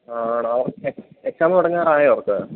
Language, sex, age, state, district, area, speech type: Malayalam, male, 18-30, Kerala, Idukki, rural, conversation